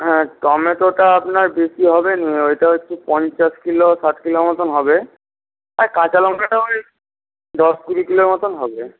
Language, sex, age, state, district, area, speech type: Bengali, male, 18-30, West Bengal, Paschim Medinipur, rural, conversation